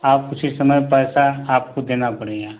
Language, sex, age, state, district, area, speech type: Hindi, male, 30-45, Uttar Pradesh, Ghazipur, rural, conversation